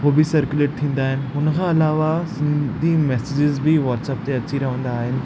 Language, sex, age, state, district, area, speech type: Sindhi, male, 18-30, Maharashtra, Thane, urban, spontaneous